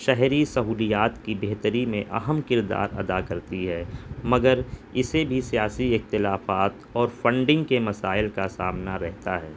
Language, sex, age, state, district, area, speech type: Urdu, male, 30-45, Delhi, North East Delhi, urban, spontaneous